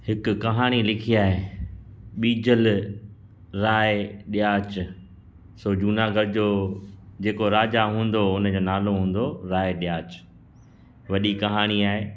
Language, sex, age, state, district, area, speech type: Sindhi, male, 45-60, Gujarat, Kutch, urban, spontaneous